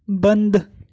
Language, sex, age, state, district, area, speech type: Urdu, male, 30-45, Delhi, South Delhi, urban, read